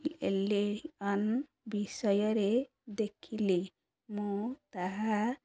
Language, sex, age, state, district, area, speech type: Odia, female, 30-45, Odisha, Ganjam, urban, spontaneous